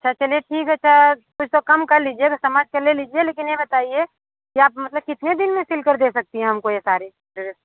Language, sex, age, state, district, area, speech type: Hindi, female, 45-60, Uttar Pradesh, Mirzapur, rural, conversation